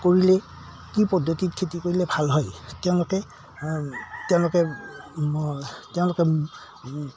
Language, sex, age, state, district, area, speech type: Assamese, male, 60+, Assam, Udalguri, rural, spontaneous